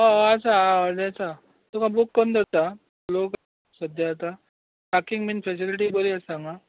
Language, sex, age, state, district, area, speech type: Goan Konkani, male, 45-60, Goa, Tiswadi, rural, conversation